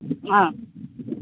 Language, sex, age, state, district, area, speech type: Goan Konkani, female, 30-45, Goa, Tiswadi, rural, conversation